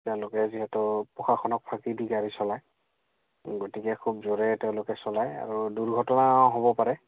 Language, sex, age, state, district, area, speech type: Assamese, male, 30-45, Assam, Goalpara, urban, conversation